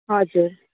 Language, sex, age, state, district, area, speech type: Nepali, female, 30-45, West Bengal, Jalpaiguri, rural, conversation